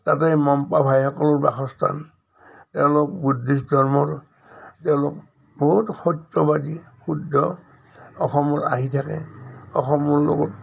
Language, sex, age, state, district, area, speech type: Assamese, male, 60+, Assam, Udalguri, rural, spontaneous